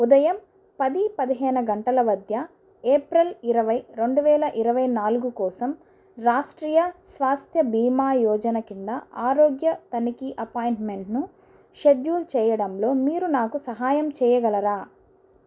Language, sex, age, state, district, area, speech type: Telugu, female, 30-45, Andhra Pradesh, Chittoor, urban, read